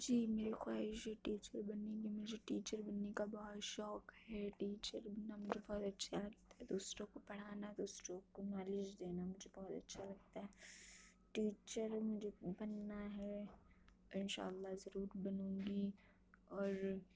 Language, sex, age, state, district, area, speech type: Urdu, female, 60+, Uttar Pradesh, Lucknow, urban, spontaneous